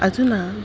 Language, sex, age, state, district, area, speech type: Sanskrit, female, 45-60, Maharashtra, Nagpur, urban, spontaneous